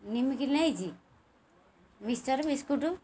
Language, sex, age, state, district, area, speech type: Odia, female, 45-60, Odisha, Kendrapara, urban, spontaneous